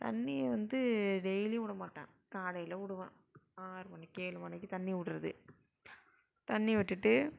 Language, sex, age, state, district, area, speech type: Tamil, female, 60+, Tamil Nadu, Tiruvarur, urban, spontaneous